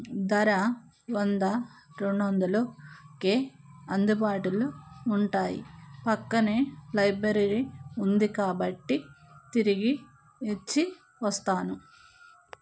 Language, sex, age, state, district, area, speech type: Telugu, female, 30-45, Andhra Pradesh, Palnadu, rural, spontaneous